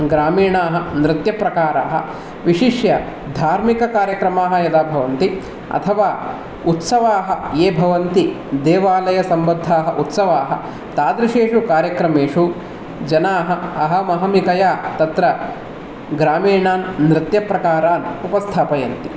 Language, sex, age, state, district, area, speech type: Sanskrit, male, 30-45, Karnataka, Bangalore Urban, urban, spontaneous